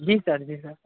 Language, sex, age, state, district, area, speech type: Hindi, male, 18-30, Madhya Pradesh, Hoshangabad, rural, conversation